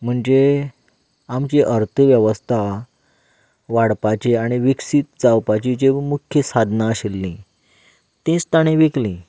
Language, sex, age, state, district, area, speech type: Goan Konkani, male, 30-45, Goa, Canacona, rural, spontaneous